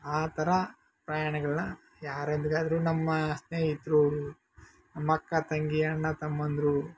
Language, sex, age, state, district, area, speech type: Kannada, male, 45-60, Karnataka, Bangalore Rural, rural, spontaneous